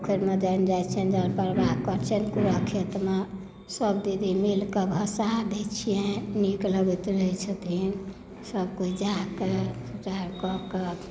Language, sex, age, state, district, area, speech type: Maithili, female, 45-60, Bihar, Madhubani, rural, spontaneous